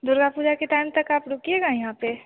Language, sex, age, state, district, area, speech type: Hindi, female, 18-30, Bihar, Begusarai, rural, conversation